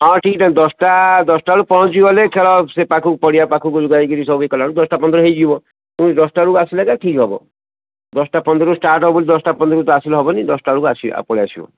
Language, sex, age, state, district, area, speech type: Odia, male, 45-60, Odisha, Ganjam, urban, conversation